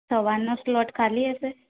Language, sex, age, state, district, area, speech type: Gujarati, female, 18-30, Gujarat, Ahmedabad, urban, conversation